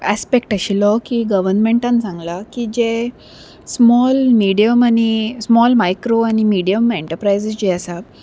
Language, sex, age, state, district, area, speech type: Goan Konkani, female, 30-45, Goa, Salcete, urban, spontaneous